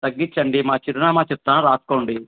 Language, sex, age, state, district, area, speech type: Telugu, male, 45-60, Andhra Pradesh, Sri Satya Sai, urban, conversation